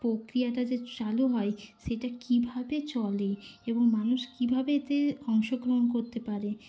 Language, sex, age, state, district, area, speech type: Bengali, female, 18-30, West Bengal, Bankura, urban, spontaneous